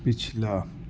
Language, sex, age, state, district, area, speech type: Urdu, male, 18-30, Delhi, East Delhi, urban, read